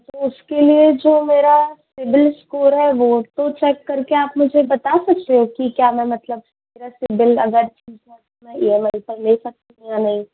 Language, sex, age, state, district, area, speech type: Hindi, female, 30-45, Madhya Pradesh, Bhopal, urban, conversation